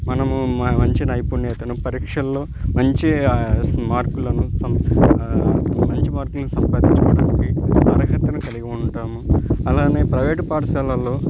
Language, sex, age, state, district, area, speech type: Telugu, male, 30-45, Andhra Pradesh, Nellore, urban, spontaneous